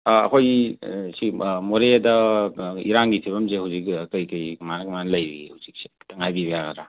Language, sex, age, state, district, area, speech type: Manipuri, male, 45-60, Manipur, Imphal West, urban, conversation